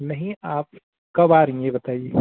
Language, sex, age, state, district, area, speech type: Hindi, male, 18-30, Uttar Pradesh, Ghazipur, rural, conversation